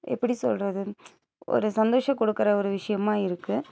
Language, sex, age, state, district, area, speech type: Tamil, female, 30-45, Tamil Nadu, Nilgiris, urban, spontaneous